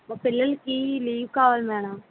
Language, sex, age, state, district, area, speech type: Telugu, female, 30-45, Andhra Pradesh, Vizianagaram, rural, conversation